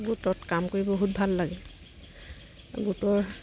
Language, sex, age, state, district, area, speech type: Assamese, female, 60+, Assam, Dibrugarh, rural, spontaneous